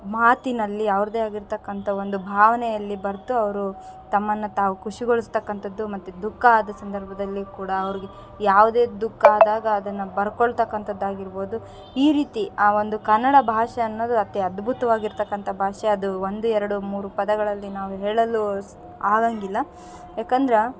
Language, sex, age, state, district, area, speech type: Kannada, female, 30-45, Karnataka, Vijayanagara, rural, spontaneous